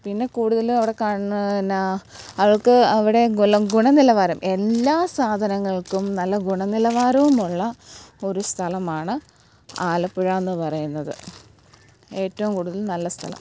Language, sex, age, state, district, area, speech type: Malayalam, female, 18-30, Kerala, Alappuzha, rural, spontaneous